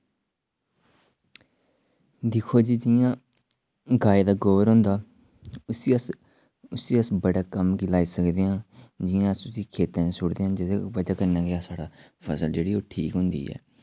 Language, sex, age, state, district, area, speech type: Dogri, male, 30-45, Jammu and Kashmir, Udhampur, rural, spontaneous